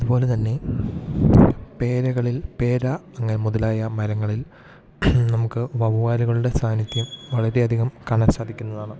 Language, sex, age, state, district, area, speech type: Malayalam, male, 18-30, Kerala, Idukki, rural, spontaneous